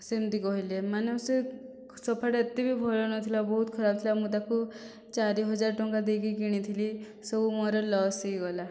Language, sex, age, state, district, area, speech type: Odia, female, 18-30, Odisha, Boudh, rural, spontaneous